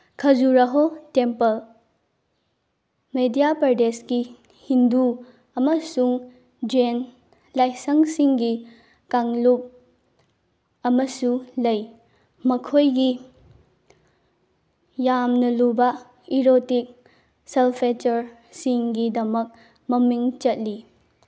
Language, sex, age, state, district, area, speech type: Manipuri, female, 18-30, Manipur, Bishnupur, rural, spontaneous